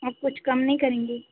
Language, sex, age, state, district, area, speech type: Hindi, female, 18-30, Madhya Pradesh, Hoshangabad, urban, conversation